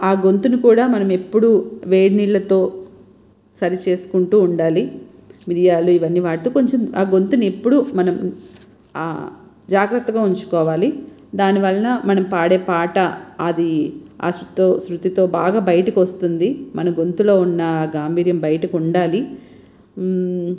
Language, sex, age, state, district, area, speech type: Telugu, female, 30-45, Andhra Pradesh, Visakhapatnam, urban, spontaneous